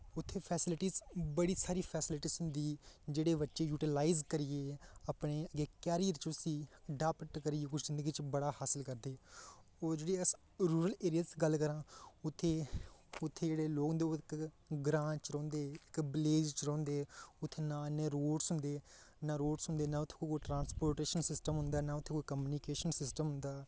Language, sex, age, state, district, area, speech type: Dogri, male, 18-30, Jammu and Kashmir, Reasi, rural, spontaneous